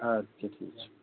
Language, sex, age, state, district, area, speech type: Kashmiri, male, 30-45, Jammu and Kashmir, Budgam, rural, conversation